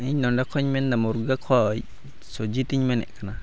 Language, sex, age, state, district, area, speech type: Santali, male, 18-30, Jharkhand, Pakur, rural, spontaneous